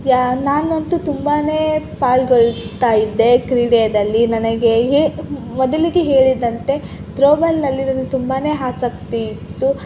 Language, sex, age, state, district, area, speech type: Kannada, female, 18-30, Karnataka, Chitradurga, urban, spontaneous